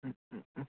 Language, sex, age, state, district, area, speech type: Manipuri, male, 18-30, Manipur, Churachandpur, rural, conversation